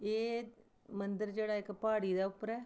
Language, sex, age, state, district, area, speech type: Dogri, female, 45-60, Jammu and Kashmir, Kathua, rural, spontaneous